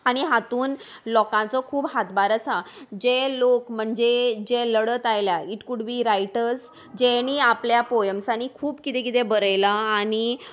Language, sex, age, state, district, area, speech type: Goan Konkani, female, 30-45, Goa, Salcete, urban, spontaneous